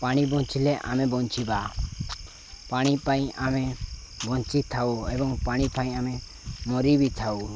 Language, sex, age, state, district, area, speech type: Odia, male, 18-30, Odisha, Nabarangpur, urban, spontaneous